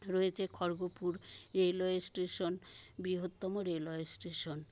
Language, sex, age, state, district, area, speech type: Bengali, female, 60+, West Bengal, Paschim Medinipur, urban, spontaneous